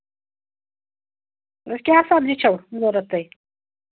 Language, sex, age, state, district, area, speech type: Kashmiri, female, 45-60, Jammu and Kashmir, Anantnag, rural, conversation